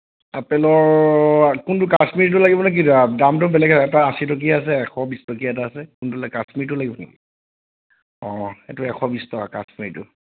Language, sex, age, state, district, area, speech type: Assamese, male, 30-45, Assam, Nagaon, rural, conversation